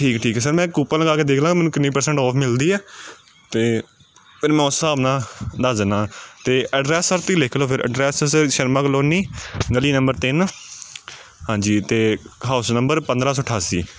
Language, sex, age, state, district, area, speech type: Punjabi, male, 30-45, Punjab, Amritsar, urban, spontaneous